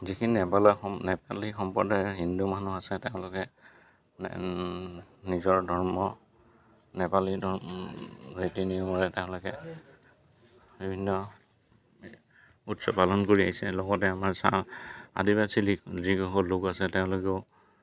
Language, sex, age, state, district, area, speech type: Assamese, male, 45-60, Assam, Goalpara, urban, spontaneous